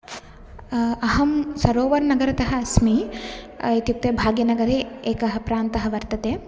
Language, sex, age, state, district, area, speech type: Sanskrit, female, 18-30, Telangana, Ranga Reddy, urban, spontaneous